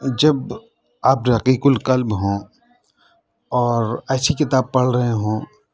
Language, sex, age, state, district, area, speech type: Urdu, male, 30-45, Delhi, South Delhi, urban, spontaneous